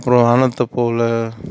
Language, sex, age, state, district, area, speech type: Tamil, male, 45-60, Tamil Nadu, Sivaganga, urban, spontaneous